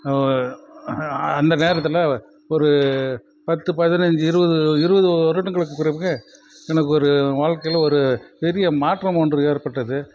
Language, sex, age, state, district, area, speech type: Tamil, male, 45-60, Tamil Nadu, Krishnagiri, rural, spontaneous